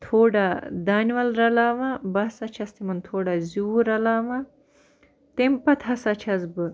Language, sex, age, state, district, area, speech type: Kashmiri, female, 18-30, Jammu and Kashmir, Baramulla, rural, spontaneous